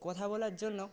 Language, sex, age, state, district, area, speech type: Bengali, male, 30-45, West Bengal, Paschim Medinipur, rural, spontaneous